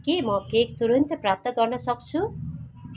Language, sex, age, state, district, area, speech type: Nepali, female, 45-60, West Bengal, Kalimpong, rural, read